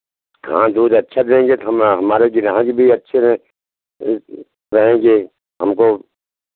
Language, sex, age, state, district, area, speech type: Hindi, male, 60+, Uttar Pradesh, Pratapgarh, rural, conversation